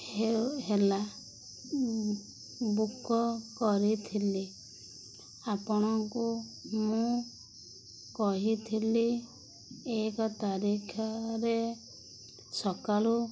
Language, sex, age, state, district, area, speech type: Odia, female, 45-60, Odisha, Koraput, urban, spontaneous